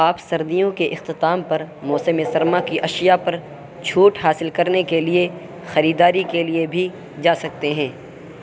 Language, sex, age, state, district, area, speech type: Urdu, male, 18-30, Uttar Pradesh, Saharanpur, urban, read